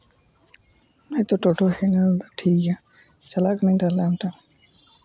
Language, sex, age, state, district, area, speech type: Santali, male, 18-30, West Bengal, Uttar Dinajpur, rural, spontaneous